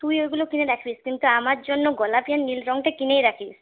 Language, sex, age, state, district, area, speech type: Bengali, female, 18-30, West Bengal, Purulia, urban, conversation